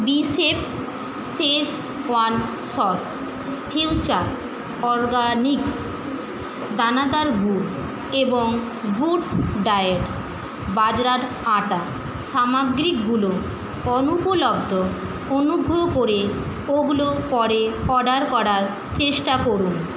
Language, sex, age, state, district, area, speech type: Bengali, female, 60+, West Bengal, Jhargram, rural, read